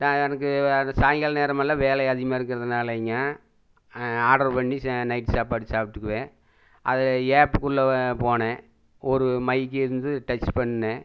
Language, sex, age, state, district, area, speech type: Tamil, male, 60+, Tamil Nadu, Erode, urban, spontaneous